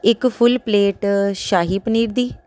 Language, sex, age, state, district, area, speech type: Punjabi, female, 30-45, Punjab, Tarn Taran, urban, spontaneous